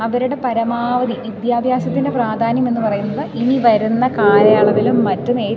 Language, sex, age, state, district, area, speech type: Malayalam, female, 18-30, Kerala, Idukki, rural, spontaneous